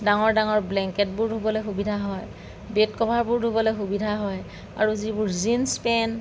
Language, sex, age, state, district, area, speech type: Assamese, female, 45-60, Assam, Lakhimpur, rural, spontaneous